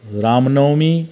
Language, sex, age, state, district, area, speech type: Sindhi, male, 60+, Gujarat, Junagadh, rural, spontaneous